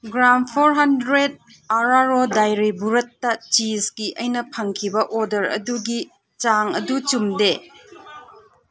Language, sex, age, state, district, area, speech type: Manipuri, female, 45-60, Manipur, Chandel, rural, read